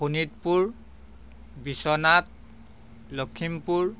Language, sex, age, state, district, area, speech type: Assamese, male, 45-60, Assam, Biswanath, rural, spontaneous